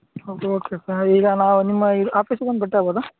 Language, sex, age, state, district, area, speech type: Kannada, male, 30-45, Karnataka, Raichur, rural, conversation